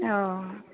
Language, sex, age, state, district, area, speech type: Assamese, female, 30-45, Assam, Nalbari, rural, conversation